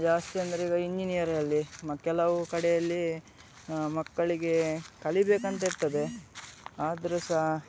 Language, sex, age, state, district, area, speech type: Kannada, male, 18-30, Karnataka, Udupi, rural, spontaneous